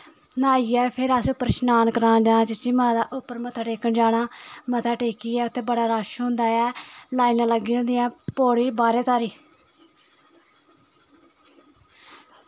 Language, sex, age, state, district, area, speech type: Dogri, female, 30-45, Jammu and Kashmir, Samba, urban, spontaneous